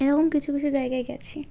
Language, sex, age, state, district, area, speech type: Bengali, female, 18-30, West Bengal, Birbhum, urban, spontaneous